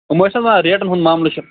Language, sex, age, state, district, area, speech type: Kashmiri, male, 45-60, Jammu and Kashmir, Baramulla, rural, conversation